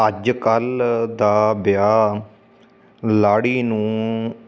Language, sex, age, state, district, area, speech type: Punjabi, male, 30-45, Punjab, Fatehgarh Sahib, urban, spontaneous